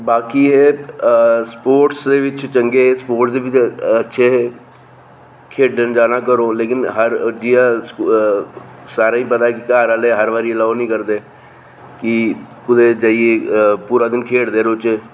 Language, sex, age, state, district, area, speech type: Dogri, male, 45-60, Jammu and Kashmir, Reasi, urban, spontaneous